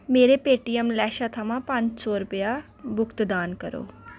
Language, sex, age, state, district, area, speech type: Dogri, female, 18-30, Jammu and Kashmir, Reasi, rural, read